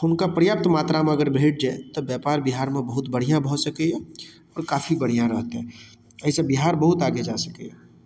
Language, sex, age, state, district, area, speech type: Maithili, male, 18-30, Bihar, Darbhanga, urban, spontaneous